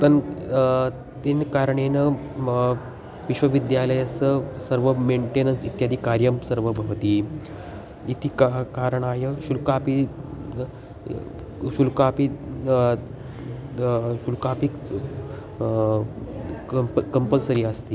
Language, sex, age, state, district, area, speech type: Sanskrit, male, 18-30, Maharashtra, Solapur, urban, spontaneous